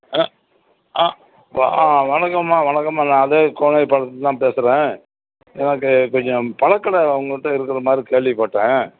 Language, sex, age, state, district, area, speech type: Tamil, male, 60+, Tamil Nadu, Perambalur, rural, conversation